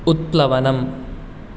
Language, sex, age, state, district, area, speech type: Sanskrit, male, 18-30, Karnataka, Dakshina Kannada, rural, read